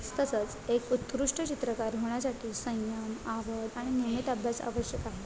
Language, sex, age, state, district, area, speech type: Marathi, female, 18-30, Maharashtra, Ratnagiri, rural, spontaneous